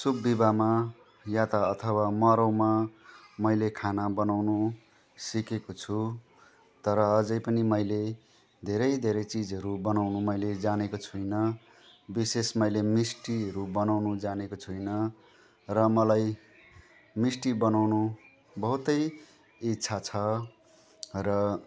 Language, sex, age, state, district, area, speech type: Nepali, male, 30-45, West Bengal, Jalpaiguri, rural, spontaneous